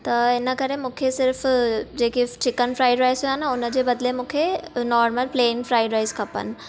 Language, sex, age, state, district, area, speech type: Sindhi, female, 18-30, Maharashtra, Thane, urban, spontaneous